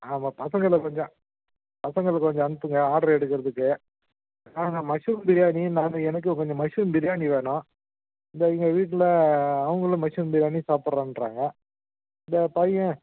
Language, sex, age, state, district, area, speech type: Tamil, male, 45-60, Tamil Nadu, Krishnagiri, rural, conversation